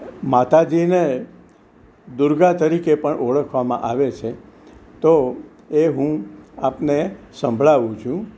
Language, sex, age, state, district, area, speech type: Gujarati, male, 60+, Gujarat, Kheda, rural, spontaneous